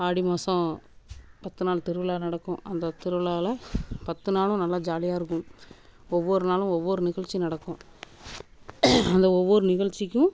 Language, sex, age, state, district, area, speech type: Tamil, female, 30-45, Tamil Nadu, Thoothukudi, urban, spontaneous